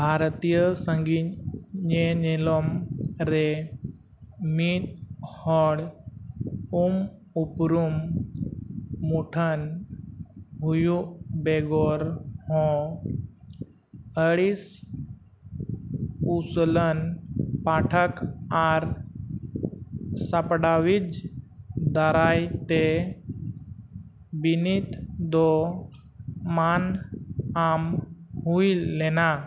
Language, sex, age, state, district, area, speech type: Santali, male, 18-30, Jharkhand, East Singhbhum, rural, read